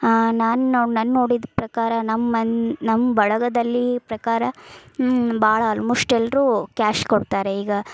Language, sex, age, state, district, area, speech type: Kannada, female, 30-45, Karnataka, Gadag, rural, spontaneous